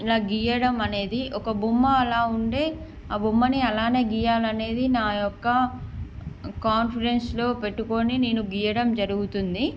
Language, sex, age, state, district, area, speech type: Telugu, female, 18-30, Andhra Pradesh, Srikakulam, urban, spontaneous